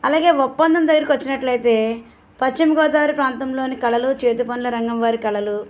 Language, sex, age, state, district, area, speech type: Telugu, female, 60+, Andhra Pradesh, West Godavari, rural, spontaneous